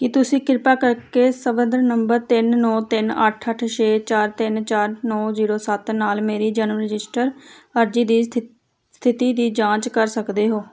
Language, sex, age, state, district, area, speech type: Punjabi, female, 18-30, Punjab, Hoshiarpur, rural, read